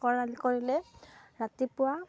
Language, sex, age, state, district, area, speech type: Assamese, female, 30-45, Assam, Darrang, rural, spontaneous